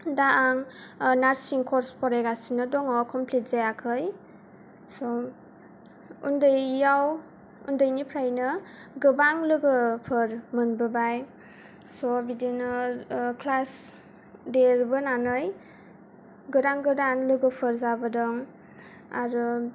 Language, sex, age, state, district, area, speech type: Bodo, female, 18-30, Assam, Kokrajhar, rural, spontaneous